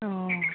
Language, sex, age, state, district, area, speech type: Bodo, female, 18-30, Assam, Baksa, rural, conversation